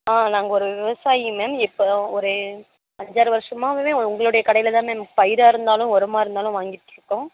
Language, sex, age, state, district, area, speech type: Tamil, female, 18-30, Tamil Nadu, Perambalur, rural, conversation